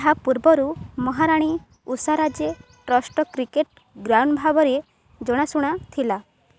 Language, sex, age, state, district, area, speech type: Odia, female, 18-30, Odisha, Balangir, urban, read